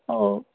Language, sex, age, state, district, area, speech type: Odia, male, 30-45, Odisha, Sambalpur, rural, conversation